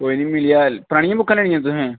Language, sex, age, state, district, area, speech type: Dogri, male, 18-30, Jammu and Kashmir, Kathua, rural, conversation